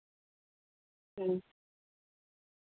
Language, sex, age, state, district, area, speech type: Santali, female, 45-60, West Bengal, Paschim Bardhaman, urban, conversation